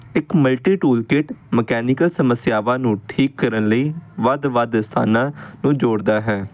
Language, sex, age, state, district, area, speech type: Punjabi, male, 18-30, Punjab, Amritsar, urban, spontaneous